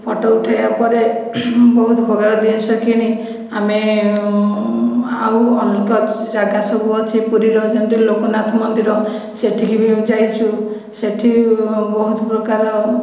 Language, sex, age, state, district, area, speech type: Odia, female, 60+, Odisha, Khordha, rural, spontaneous